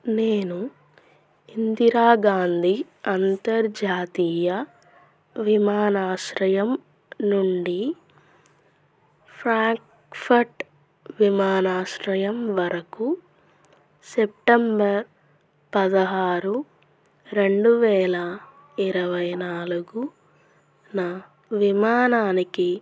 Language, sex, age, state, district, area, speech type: Telugu, female, 30-45, Andhra Pradesh, Krishna, rural, read